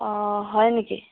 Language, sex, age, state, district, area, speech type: Assamese, female, 60+, Assam, Dhemaji, rural, conversation